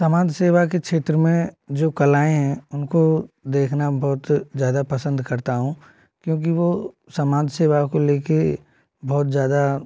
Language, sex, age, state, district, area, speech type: Hindi, male, 18-30, Madhya Pradesh, Ujjain, urban, spontaneous